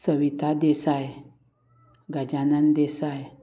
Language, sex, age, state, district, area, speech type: Goan Konkani, female, 45-60, Goa, Murmgao, rural, spontaneous